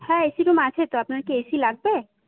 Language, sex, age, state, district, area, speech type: Bengali, female, 18-30, West Bengal, Jhargram, rural, conversation